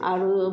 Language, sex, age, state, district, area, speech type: Hindi, female, 60+, Bihar, Vaishali, urban, spontaneous